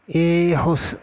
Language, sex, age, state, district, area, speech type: Assamese, male, 60+, Assam, Golaghat, rural, spontaneous